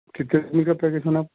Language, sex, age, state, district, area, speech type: Urdu, male, 45-60, Telangana, Hyderabad, urban, conversation